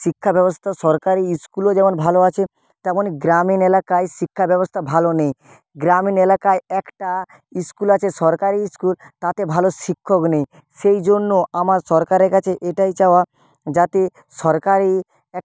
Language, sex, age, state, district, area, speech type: Bengali, male, 18-30, West Bengal, Purba Medinipur, rural, spontaneous